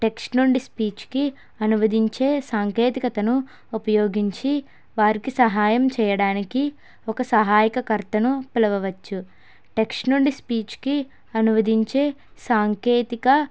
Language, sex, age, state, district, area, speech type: Telugu, female, 18-30, Andhra Pradesh, Kakinada, rural, spontaneous